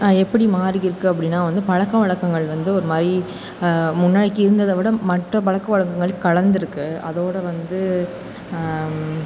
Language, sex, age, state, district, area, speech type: Tamil, female, 18-30, Tamil Nadu, Pudukkottai, urban, spontaneous